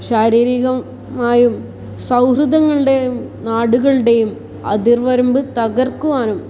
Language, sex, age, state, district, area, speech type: Malayalam, female, 18-30, Kerala, Kasaragod, urban, spontaneous